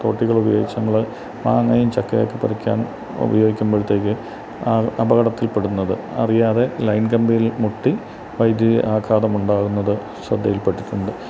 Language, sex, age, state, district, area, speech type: Malayalam, male, 45-60, Kerala, Kottayam, rural, spontaneous